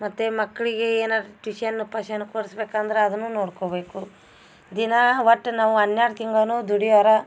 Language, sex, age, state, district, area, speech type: Kannada, female, 45-60, Karnataka, Gadag, rural, spontaneous